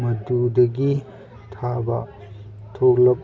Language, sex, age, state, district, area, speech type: Manipuri, male, 30-45, Manipur, Kangpokpi, urban, read